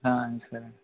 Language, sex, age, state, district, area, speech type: Telugu, male, 18-30, Andhra Pradesh, Eluru, rural, conversation